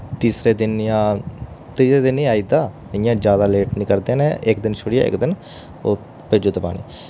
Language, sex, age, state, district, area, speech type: Dogri, male, 30-45, Jammu and Kashmir, Udhampur, urban, spontaneous